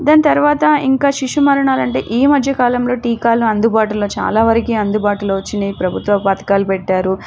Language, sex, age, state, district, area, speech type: Telugu, female, 30-45, Telangana, Warangal, urban, spontaneous